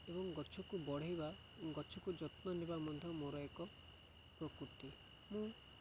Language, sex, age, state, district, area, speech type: Odia, male, 45-60, Odisha, Malkangiri, urban, spontaneous